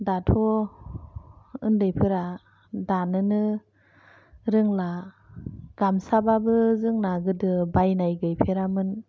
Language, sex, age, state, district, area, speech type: Bodo, female, 45-60, Assam, Kokrajhar, urban, spontaneous